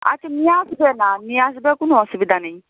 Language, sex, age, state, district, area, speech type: Bengali, female, 45-60, West Bengal, North 24 Parganas, rural, conversation